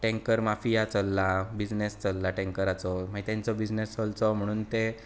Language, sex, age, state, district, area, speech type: Goan Konkani, male, 30-45, Goa, Bardez, rural, spontaneous